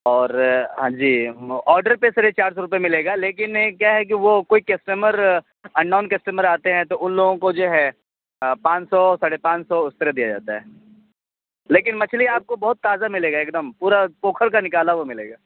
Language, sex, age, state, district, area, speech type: Urdu, male, 30-45, Bihar, Khagaria, rural, conversation